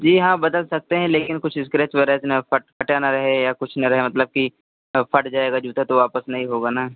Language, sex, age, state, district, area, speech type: Hindi, male, 18-30, Uttar Pradesh, Pratapgarh, urban, conversation